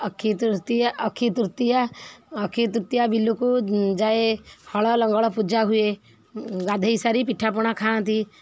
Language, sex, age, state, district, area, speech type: Odia, female, 60+, Odisha, Kendrapara, urban, spontaneous